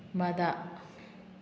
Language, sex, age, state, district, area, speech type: Manipuri, female, 30-45, Manipur, Kakching, rural, read